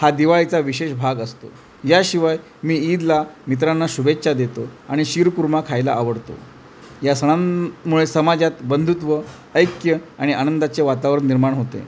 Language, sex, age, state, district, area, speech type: Marathi, male, 45-60, Maharashtra, Thane, rural, spontaneous